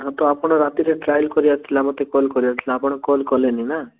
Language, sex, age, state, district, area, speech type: Odia, male, 18-30, Odisha, Rayagada, urban, conversation